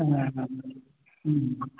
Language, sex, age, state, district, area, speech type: Sanskrit, male, 45-60, Tamil Nadu, Tiruvannamalai, urban, conversation